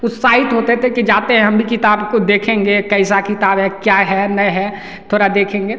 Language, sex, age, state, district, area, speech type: Hindi, male, 18-30, Bihar, Begusarai, rural, spontaneous